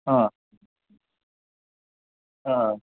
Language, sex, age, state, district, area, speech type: Sanskrit, male, 18-30, Karnataka, Uttara Kannada, rural, conversation